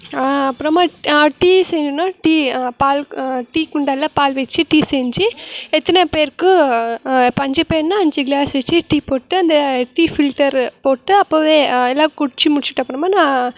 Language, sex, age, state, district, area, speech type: Tamil, female, 18-30, Tamil Nadu, Krishnagiri, rural, spontaneous